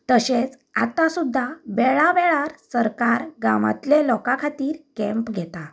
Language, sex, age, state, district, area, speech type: Goan Konkani, female, 30-45, Goa, Canacona, rural, spontaneous